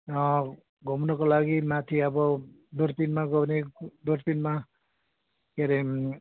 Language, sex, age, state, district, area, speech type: Nepali, male, 60+, West Bengal, Kalimpong, rural, conversation